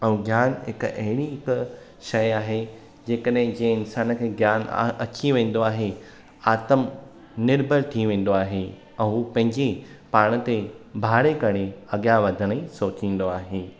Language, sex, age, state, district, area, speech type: Sindhi, male, 18-30, Maharashtra, Thane, urban, spontaneous